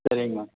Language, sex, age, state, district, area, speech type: Tamil, male, 60+, Tamil Nadu, Madurai, rural, conversation